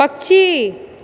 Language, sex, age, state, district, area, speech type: Maithili, female, 30-45, Bihar, Purnia, rural, read